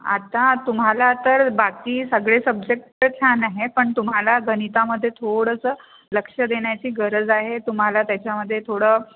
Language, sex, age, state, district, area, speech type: Marathi, female, 30-45, Maharashtra, Nagpur, urban, conversation